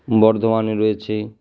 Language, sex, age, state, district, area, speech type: Bengali, male, 18-30, West Bengal, Purba Bardhaman, urban, spontaneous